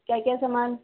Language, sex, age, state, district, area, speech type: Urdu, female, 30-45, Delhi, East Delhi, urban, conversation